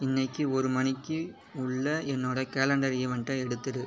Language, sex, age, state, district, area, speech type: Tamil, male, 18-30, Tamil Nadu, Cuddalore, rural, read